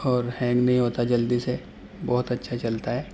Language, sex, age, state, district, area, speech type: Urdu, male, 18-30, Delhi, Central Delhi, urban, spontaneous